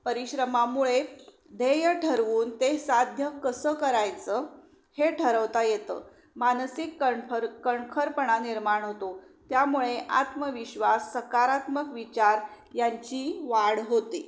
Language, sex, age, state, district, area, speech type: Marathi, female, 45-60, Maharashtra, Sangli, rural, spontaneous